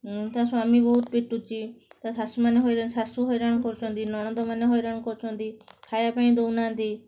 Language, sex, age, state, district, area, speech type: Odia, female, 30-45, Odisha, Cuttack, urban, spontaneous